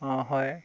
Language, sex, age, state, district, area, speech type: Assamese, male, 18-30, Assam, Tinsukia, urban, spontaneous